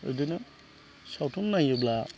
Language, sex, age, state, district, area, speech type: Bodo, male, 30-45, Assam, Chirang, rural, spontaneous